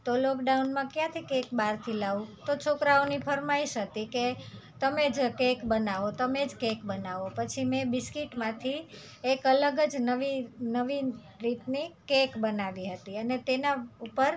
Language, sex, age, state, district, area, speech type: Gujarati, female, 30-45, Gujarat, Surat, rural, spontaneous